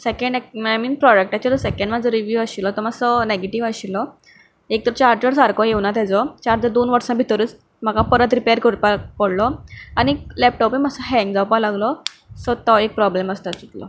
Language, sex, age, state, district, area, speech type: Goan Konkani, female, 18-30, Goa, Canacona, rural, spontaneous